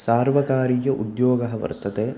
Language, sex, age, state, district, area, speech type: Sanskrit, male, 18-30, Karnataka, Uttara Kannada, rural, spontaneous